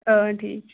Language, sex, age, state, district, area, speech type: Kashmiri, female, 45-60, Jammu and Kashmir, Ganderbal, rural, conversation